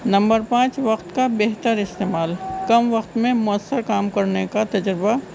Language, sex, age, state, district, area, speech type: Urdu, female, 45-60, Uttar Pradesh, Rampur, urban, spontaneous